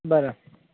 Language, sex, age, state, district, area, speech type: Gujarati, male, 30-45, Gujarat, Ahmedabad, urban, conversation